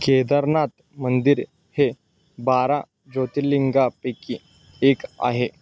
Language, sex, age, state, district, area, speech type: Marathi, male, 18-30, Maharashtra, Sangli, urban, read